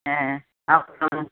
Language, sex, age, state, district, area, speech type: Tamil, female, 60+, Tamil Nadu, Tiruppur, rural, conversation